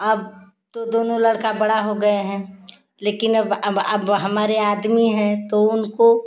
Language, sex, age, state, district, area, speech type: Hindi, female, 45-60, Uttar Pradesh, Ghazipur, rural, spontaneous